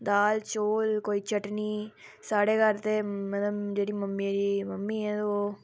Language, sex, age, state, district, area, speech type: Dogri, female, 45-60, Jammu and Kashmir, Udhampur, rural, spontaneous